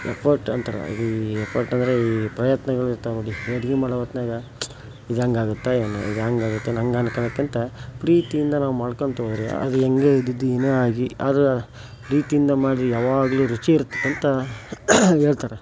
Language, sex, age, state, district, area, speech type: Kannada, male, 30-45, Karnataka, Koppal, rural, spontaneous